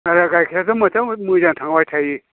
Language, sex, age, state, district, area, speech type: Bodo, male, 60+, Assam, Chirang, urban, conversation